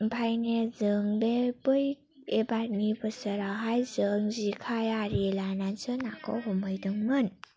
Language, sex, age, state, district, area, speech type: Bodo, female, 30-45, Assam, Chirang, rural, spontaneous